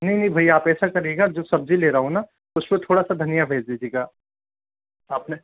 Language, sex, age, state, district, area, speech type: Hindi, male, 30-45, Madhya Pradesh, Bhopal, urban, conversation